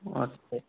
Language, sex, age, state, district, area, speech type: Bengali, male, 18-30, West Bengal, Jalpaiguri, rural, conversation